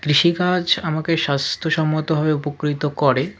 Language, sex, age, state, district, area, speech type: Bengali, male, 45-60, West Bengal, South 24 Parganas, rural, spontaneous